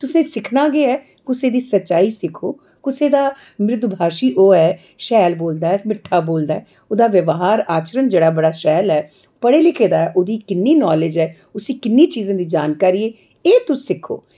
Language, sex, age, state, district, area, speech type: Dogri, female, 45-60, Jammu and Kashmir, Jammu, urban, spontaneous